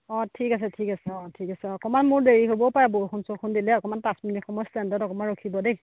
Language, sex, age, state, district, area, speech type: Assamese, female, 30-45, Assam, Jorhat, urban, conversation